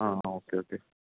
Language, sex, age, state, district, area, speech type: Malayalam, male, 18-30, Kerala, Idukki, rural, conversation